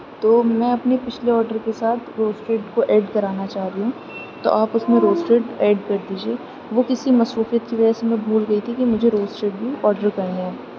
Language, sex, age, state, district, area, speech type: Urdu, female, 18-30, Uttar Pradesh, Aligarh, urban, spontaneous